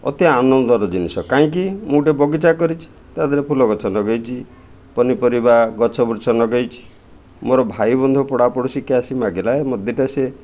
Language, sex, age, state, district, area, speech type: Odia, male, 60+, Odisha, Kendrapara, urban, spontaneous